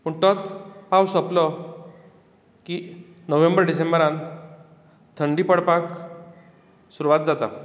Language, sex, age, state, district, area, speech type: Goan Konkani, male, 45-60, Goa, Bardez, rural, spontaneous